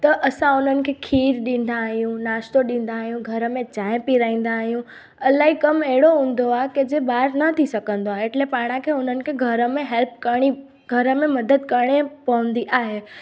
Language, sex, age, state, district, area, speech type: Sindhi, female, 18-30, Gujarat, Junagadh, rural, spontaneous